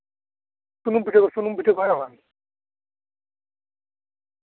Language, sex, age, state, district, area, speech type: Santali, male, 30-45, West Bengal, Bankura, rural, conversation